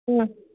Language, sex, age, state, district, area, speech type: Manipuri, female, 18-30, Manipur, Kakching, rural, conversation